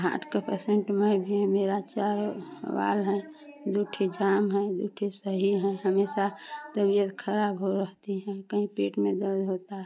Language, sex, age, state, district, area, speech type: Hindi, female, 45-60, Uttar Pradesh, Chandauli, urban, spontaneous